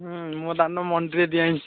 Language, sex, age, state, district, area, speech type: Odia, male, 18-30, Odisha, Puri, urban, conversation